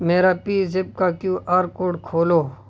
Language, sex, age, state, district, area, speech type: Urdu, male, 18-30, Uttar Pradesh, Saharanpur, urban, read